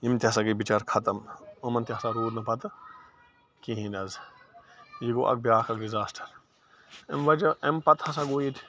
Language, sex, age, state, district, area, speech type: Kashmiri, male, 45-60, Jammu and Kashmir, Bandipora, rural, spontaneous